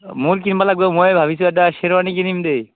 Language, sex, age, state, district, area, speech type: Assamese, male, 18-30, Assam, Barpeta, rural, conversation